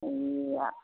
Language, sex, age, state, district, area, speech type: Assamese, female, 60+, Assam, Sivasagar, rural, conversation